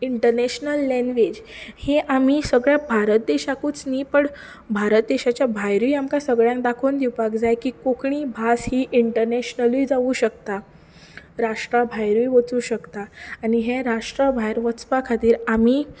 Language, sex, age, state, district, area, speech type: Goan Konkani, female, 18-30, Goa, Ponda, rural, spontaneous